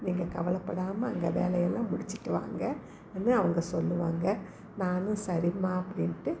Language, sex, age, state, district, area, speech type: Tamil, female, 60+, Tamil Nadu, Salem, rural, spontaneous